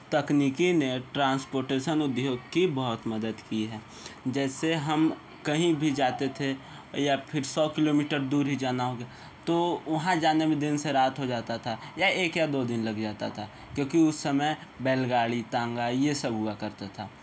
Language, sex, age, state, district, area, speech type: Hindi, male, 18-30, Uttar Pradesh, Sonbhadra, rural, spontaneous